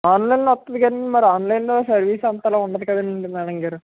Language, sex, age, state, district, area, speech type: Telugu, male, 60+, Andhra Pradesh, East Godavari, rural, conversation